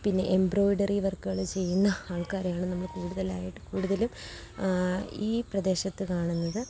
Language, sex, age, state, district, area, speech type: Malayalam, female, 18-30, Kerala, Kollam, rural, spontaneous